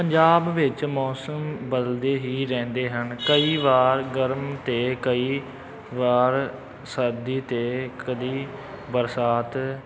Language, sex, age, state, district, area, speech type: Punjabi, male, 18-30, Punjab, Amritsar, rural, spontaneous